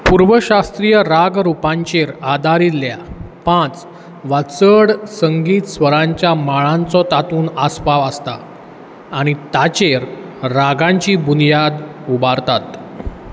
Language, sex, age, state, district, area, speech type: Goan Konkani, male, 30-45, Goa, Ponda, rural, read